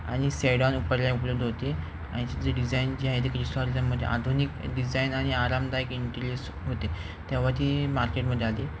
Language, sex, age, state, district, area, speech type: Marathi, male, 18-30, Maharashtra, Ratnagiri, urban, spontaneous